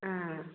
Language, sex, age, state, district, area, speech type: Manipuri, female, 45-60, Manipur, Kakching, rural, conversation